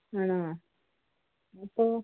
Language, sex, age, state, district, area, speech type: Malayalam, female, 30-45, Kerala, Wayanad, rural, conversation